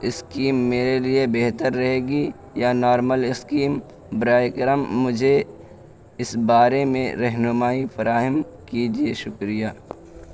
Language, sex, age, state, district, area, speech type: Urdu, male, 18-30, Uttar Pradesh, Balrampur, rural, spontaneous